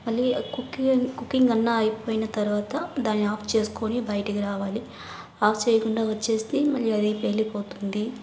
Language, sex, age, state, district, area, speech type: Telugu, female, 18-30, Andhra Pradesh, Sri Balaji, rural, spontaneous